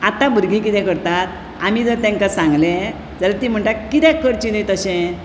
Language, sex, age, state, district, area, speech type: Goan Konkani, female, 60+, Goa, Bardez, urban, spontaneous